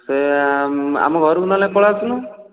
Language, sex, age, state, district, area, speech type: Odia, male, 30-45, Odisha, Dhenkanal, rural, conversation